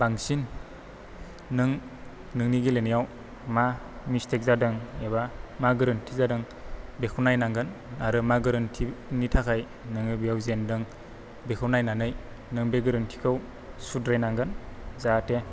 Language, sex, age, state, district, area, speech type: Bodo, male, 18-30, Assam, Chirang, rural, spontaneous